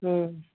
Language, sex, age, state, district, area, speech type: Manipuri, female, 45-60, Manipur, Kangpokpi, urban, conversation